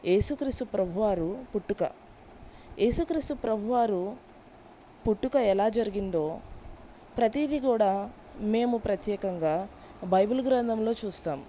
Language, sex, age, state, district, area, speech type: Telugu, female, 30-45, Andhra Pradesh, Bapatla, rural, spontaneous